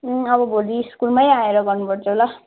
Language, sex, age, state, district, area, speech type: Nepali, female, 18-30, West Bengal, Jalpaiguri, urban, conversation